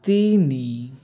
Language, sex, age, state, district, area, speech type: Odia, male, 18-30, Odisha, Rayagada, rural, read